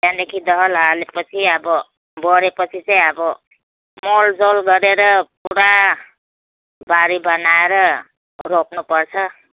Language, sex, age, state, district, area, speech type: Nepali, female, 60+, West Bengal, Kalimpong, rural, conversation